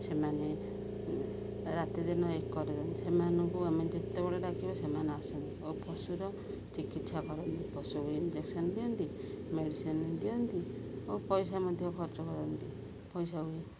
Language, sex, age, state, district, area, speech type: Odia, female, 45-60, Odisha, Ganjam, urban, spontaneous